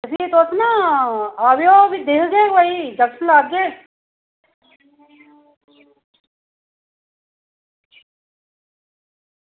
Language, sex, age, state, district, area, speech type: Dogri, female, 45-60, Jammu and Kashmir, Samba, rural, conversation